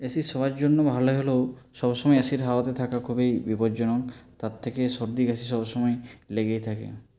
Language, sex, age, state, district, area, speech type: Bengali, male, 45-60, West Bengal, Purulia, urban, spontaneous